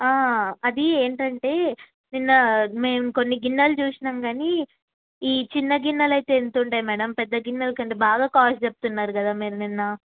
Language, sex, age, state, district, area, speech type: Telugu, female, 18-30, Telangana, Karimnagar, urban, conversation